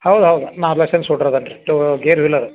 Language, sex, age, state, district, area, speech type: Kannada, male, 60+, Karnataka, Dharwad, rural, conversation